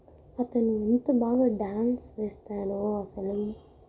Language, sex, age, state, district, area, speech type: Telugu, female, 18-30, Telangana, Mancherial, rural, spontaneous